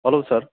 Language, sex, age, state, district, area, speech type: Nepali, male, 45-60, West Bengal, Darjeeling, rural, conversation